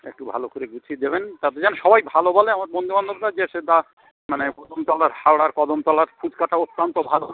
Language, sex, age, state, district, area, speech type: Bengali, male, 45-60, West Bengal, Howrah, urban, conversation